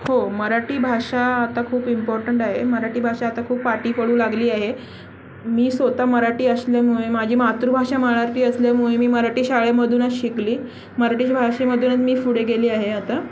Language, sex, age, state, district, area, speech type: Marathi, female, 18-30, Maharashtra, Mumbai Suburban, urban, spontaneous